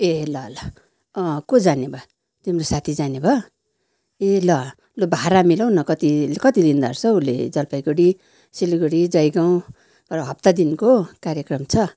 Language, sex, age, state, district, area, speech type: Nepali, female, 60+, West Bengal, Darjeeling, rural, spontaneous